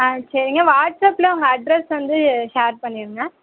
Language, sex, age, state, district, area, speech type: Tamil, female, 18-30, Tamil Nadu, Tiruchirappalli, rural, conversation